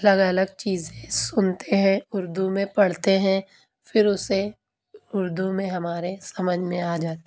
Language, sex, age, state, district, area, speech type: Urdu, female, 30-45, Uttar Pradesh, Lucknow, urban, spontaneous